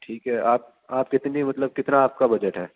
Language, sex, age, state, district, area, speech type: Urdu, male, 18-30, Delhi, East Delhi, urban, conversation